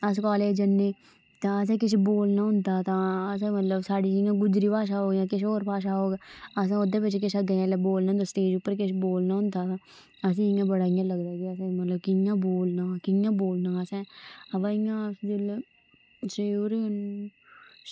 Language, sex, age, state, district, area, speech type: Dogri, female, 18-30, Jammu and Kashmir, Udhampur, rural, spontaneous